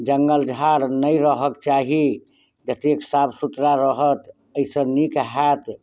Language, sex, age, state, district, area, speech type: Maithili, male, 60+, Bihar, Muzaffarpur, rural, spontaneous